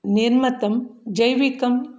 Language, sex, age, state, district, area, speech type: Sanskrit, female, 45-60, Karnataka, Shimoga, rural, spontaneous